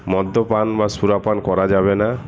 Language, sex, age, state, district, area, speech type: Bengali, male, 60+, West Bengal, Paschim Bardhaman, urban, spontaneous